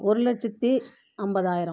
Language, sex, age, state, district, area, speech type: Tamil, female, 45-60, Tamil Nadu, Viluppuram, rural, spontaneous